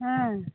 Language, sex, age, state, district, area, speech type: Santali, female, 30-45, West Bengal, Purba Bardhaman, rural, conversation